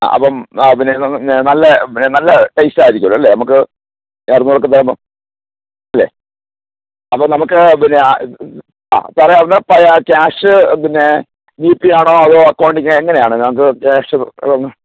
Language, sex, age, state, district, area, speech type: Malayalam, male, 45-60, Kerala, Kollam, rural, conversation